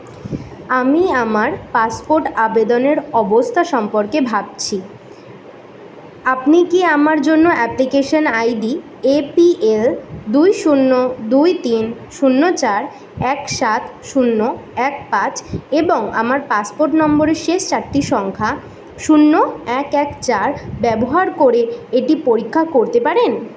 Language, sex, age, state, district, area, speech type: Bengali, female, 18-30, West Bengal, Kolkata, urban, read